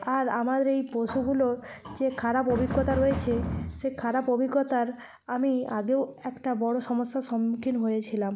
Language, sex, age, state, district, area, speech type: Bengali, female, 45-60, West Bengal, Nadia, rural, spontaneous